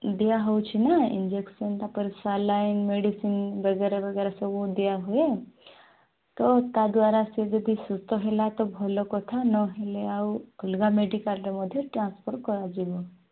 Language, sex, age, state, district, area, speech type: Odia, female, 18-30, Odisha, Nabarangpur, urban, conversation